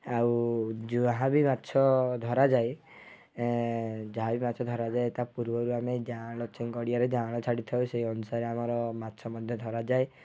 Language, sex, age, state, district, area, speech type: Odia, male, 18-30, Odisha, Kendujhar, urban, spontaneous